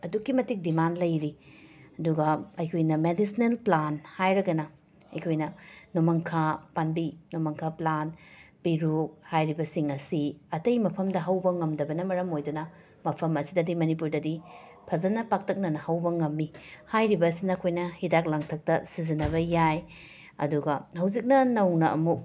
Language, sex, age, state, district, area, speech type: Manipuri, female, 30-45, Manipur, Imphal West, urban, spontaneous